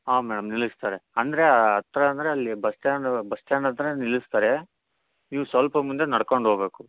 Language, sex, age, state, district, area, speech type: Kannada, male, 30-45, Karnataka, Davanagere, rural, conversation